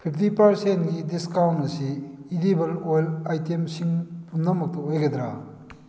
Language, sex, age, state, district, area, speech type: Manipuri, male, 60+, Manipur, Kakching, rural, read